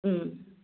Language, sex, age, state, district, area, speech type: Manipuri, female, 30-45, Manipur, Kakching, rural, conversation